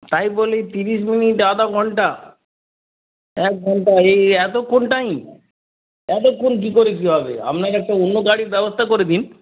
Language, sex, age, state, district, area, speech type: Bengali, male, 30-45, West Bengal, Darjeeling, rural, conversation